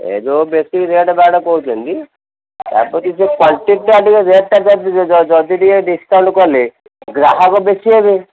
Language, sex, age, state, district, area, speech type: Odia, male, 45-60, Odisha, Ganjam, urban, conversation